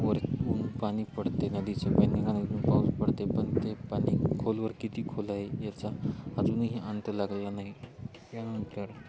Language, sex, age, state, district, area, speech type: Marathi, male, 18-30, Maharashtra, Hingoli, urban, spontaneous